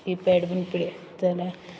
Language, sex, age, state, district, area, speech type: Goan Konkani, female, 18-30, Goa, Quepem, rural, spontaneous